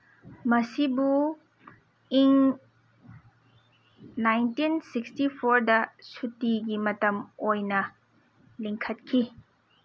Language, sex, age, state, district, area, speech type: Manipuri, female, 30-45, Manipur, Senapati, rural, read